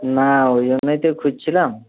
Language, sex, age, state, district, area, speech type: Bengali, male, 30-45, West Bengal, Jhargram, rural, conversation